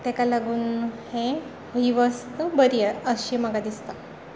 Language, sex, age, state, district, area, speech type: Goan Konkani, female, 18-30, Goa, Tiswadi, rural, spontaneous